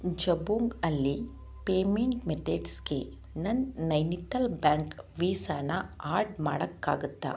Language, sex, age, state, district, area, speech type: Kannada, female, 30-45, Karnataka, Chamarajanagar, rural, read